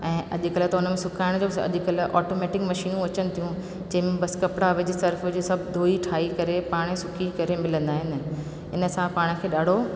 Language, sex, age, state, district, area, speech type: Sindhi, female, 45-60, Rajasthan, Ajmer, urban, spontaneous